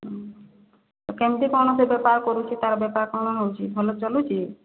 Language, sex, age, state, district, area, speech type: Odia, female, 30-45, Odisha, Boudh, rural, conversation